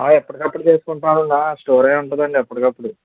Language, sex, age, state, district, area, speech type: Telugu, male, 18-30, Andhra Pradesh, Eluru, rural, conversation